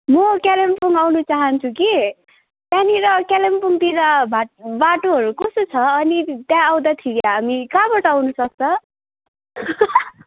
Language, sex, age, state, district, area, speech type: Nepali, female, 18-30, West Bengal, Kalimpong, rural, conversation